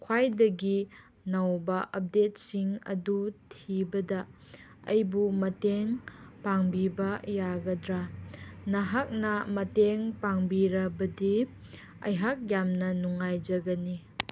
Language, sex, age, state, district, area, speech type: Manipuri, female, 18-30, Manipur, Chandel, rural, read